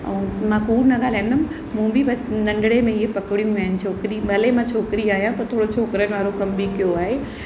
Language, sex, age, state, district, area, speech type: Sindhi, female, 45-60, Uttar Pradesh, Lucknow, rural, spontaneous